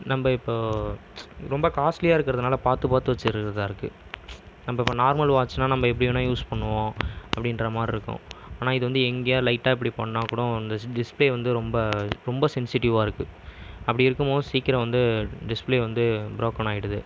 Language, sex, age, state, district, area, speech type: Tamil, male, 18-30, Tamil Nadu, Viluppuram, urban, spontaneous